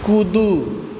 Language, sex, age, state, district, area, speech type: Maithili, male, 45-60, Bihar, Supaul, rural, read